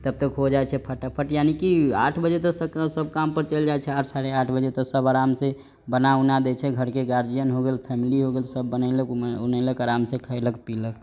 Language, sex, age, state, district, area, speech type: Maithili, male, 18-30, Bihar, Muzaffarpur, rural, spontaneous